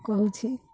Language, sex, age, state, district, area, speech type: Odia, female, 30-45, Odisha, Jagatsinghpur, rural, spontaneous